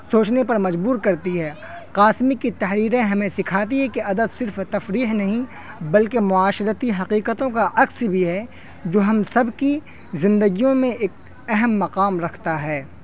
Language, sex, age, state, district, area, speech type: Urdu, male, 18-30, Uttar Pradesh, Saharanpur, urban, spontaneous